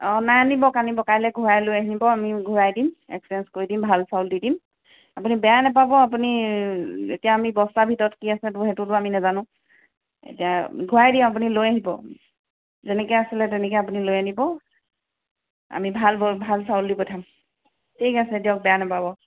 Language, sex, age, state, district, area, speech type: Assamese, female, 45-60, Assam, Charaideo, urban, conversation